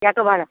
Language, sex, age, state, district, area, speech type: Marathi, female, 45-60, Maharashtra, Akola, rural, conversation